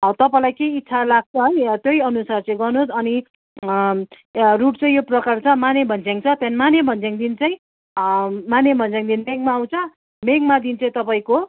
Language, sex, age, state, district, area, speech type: Nepali, female, 45-60, West Bengal, Darjeeling, rural, conversation